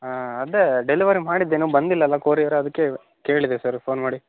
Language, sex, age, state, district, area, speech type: Kannada, male, 18-30, Karnataka, Chitradurga, rural, conversation